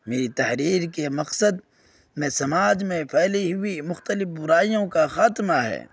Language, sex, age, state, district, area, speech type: Urdu, male, 18-30, Bihar, Purnia, rural, spontaneous